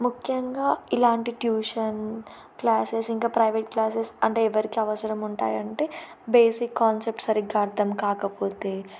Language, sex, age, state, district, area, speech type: Telugu, female, 18-30, Telangana, Ranga Reddy, urban, spontaneous